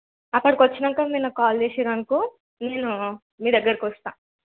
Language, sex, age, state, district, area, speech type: Telugu, female, 18-30, Telangana, Suryapet, urban, conversation